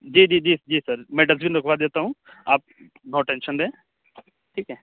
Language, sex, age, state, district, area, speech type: Urdu, male, 18-30, Uttar Pradesh, Saharanpur, urban, conversation